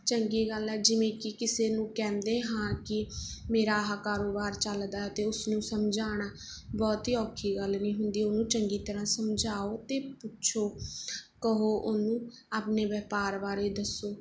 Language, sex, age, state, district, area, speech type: Punjabi, female, 18-30, Punjab, Barnala, rural, spontaneous